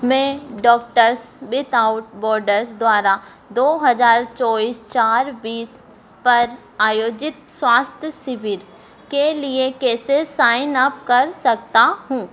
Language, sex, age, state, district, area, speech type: Hindi, female, 18-30, Madhya Pradesh, Harda, urban, read